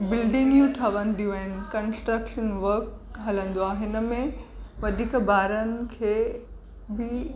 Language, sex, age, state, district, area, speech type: Sindhi, female, 18-30, Maharashtra, Mumbai Suburban, urban, spontaneous